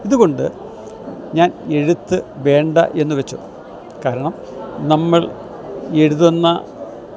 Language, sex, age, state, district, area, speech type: Malayalam, male, 60+, Kerala, Kottayam, rural, spontaneous